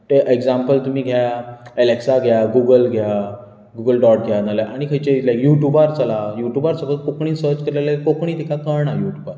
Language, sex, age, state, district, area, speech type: Goan Konkani, male, 30-45, Goa, Bardez, urban, spontaneous